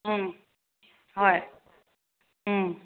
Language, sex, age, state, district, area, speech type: Manipuri, female, 30-45, Manipur, Kakching, rural, conversation